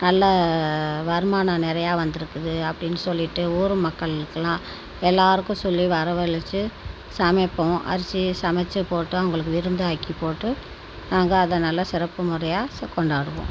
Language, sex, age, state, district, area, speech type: Tamil, female, 45-60, Tamil Nadu, Tiruchirappalli, rural, spontaneous